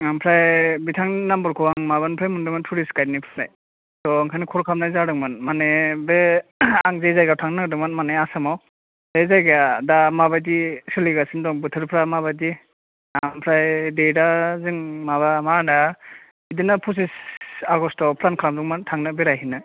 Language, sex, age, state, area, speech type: Bodo, male, 18-30, Assam, urban, conversation